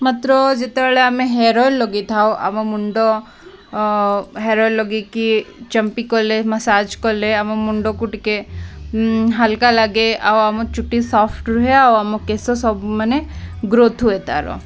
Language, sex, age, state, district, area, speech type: Odia, female, 18-30, Odisha, Koraput, urban, spontaneous